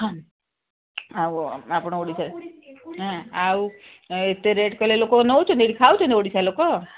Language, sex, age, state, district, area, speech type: Odia, female, 60+, Odisha, Gajapati, rural, conversation